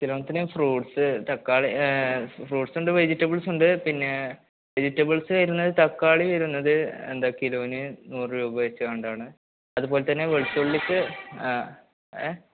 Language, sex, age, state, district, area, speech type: Malayalam, male, 18-30, Kerala, Malappuram, rural, conversation